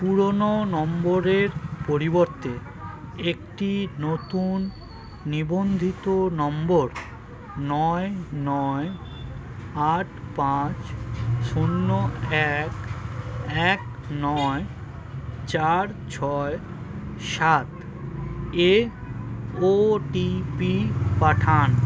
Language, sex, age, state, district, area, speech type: Bengali, male, 45-60, West Bengal, Birbhum, urban, read